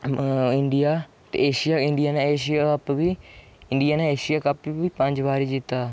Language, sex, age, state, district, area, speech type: Dogri, male, 18-30, Jammu and Kashmir, Udhampur, rural, spontaneous